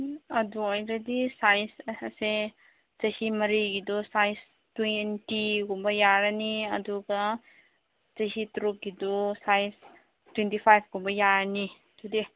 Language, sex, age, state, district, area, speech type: Manipuri, female, 30-45, Manipur, Senapati, urban, conversation